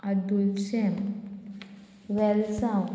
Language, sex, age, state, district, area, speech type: Goan Konkani, female, 18-30, Goa, Murmgao, rural, spontaneous